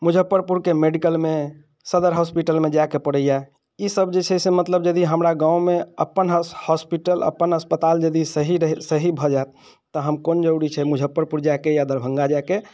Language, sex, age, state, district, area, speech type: Maithili, male, 45-60, Bihar, Muzaffarpur, urban, spontaneous